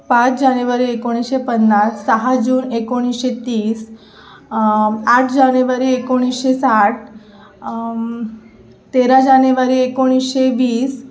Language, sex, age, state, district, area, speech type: Marathi, female, 18-30, Maharashtra, Sindhudurg, urban, spontaneous